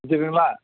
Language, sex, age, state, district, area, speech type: Tamil, male, 60+, Tamil Nadu, Madurai, rural, conversation